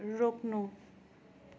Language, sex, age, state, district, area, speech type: Nepali, female, 18-30, West Bengal, Darjeeling, rural, read